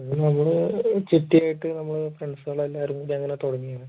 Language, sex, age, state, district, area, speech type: Malayalam, male, 45-60, Kerala, Kozhikode, urban, conversation